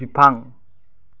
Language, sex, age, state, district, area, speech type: Bodo, male, 18-30, Assam, Kokrajhar, rural, read